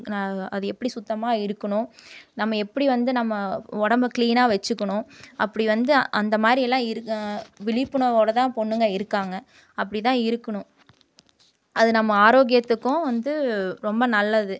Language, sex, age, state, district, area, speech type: Tamil, female, 30-45, Tamil Nadu, Coimbatore, rural, spontaneous